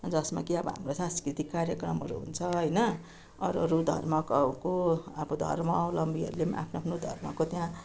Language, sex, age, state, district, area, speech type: Nepali, female, 60+, West Bengal, Darjeeling, rural, spontaneous